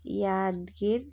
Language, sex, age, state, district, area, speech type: Kannada, female, 30-45, Karnataka, Bidar, urban, spontaneous